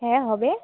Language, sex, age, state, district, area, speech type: Bengali, female, 18-30, West Bengal, Jalpaiguri, rural, conversation